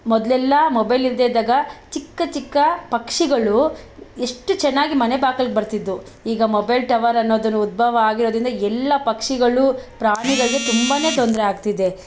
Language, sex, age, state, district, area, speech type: Kannada, female, 45-60, Karnataka, Bangalore Rural, rural, spontaneous